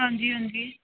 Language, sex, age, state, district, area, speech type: Punjabi, female, 18-30, Punjab, Hoshiarpur, urban, conversation